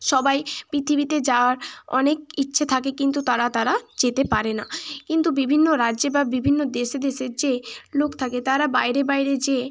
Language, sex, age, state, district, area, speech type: Bengali, female, 18-30, West Bengal, Bankura, urban, spontaneous